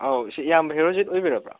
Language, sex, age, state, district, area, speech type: Manipuri, male, 18-30, Manipur, Kakching, rural, conversation